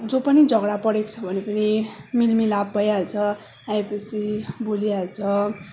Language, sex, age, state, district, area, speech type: Nepali, female, 18-30, West Bengal, Darjeeling, rural, spontaneous